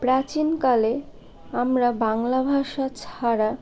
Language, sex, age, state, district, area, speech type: Bengali, female, 18-30, West Bengal, Birbhum, urban, spontaneous